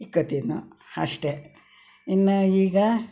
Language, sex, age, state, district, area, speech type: Kannada, female, 60+, Karnataka, Mysore, rural, spontaneous